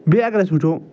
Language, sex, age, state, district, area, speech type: Kashmiri, male, 45-60, Jammu and Kashmir, Ganderbal, urban, spontaneous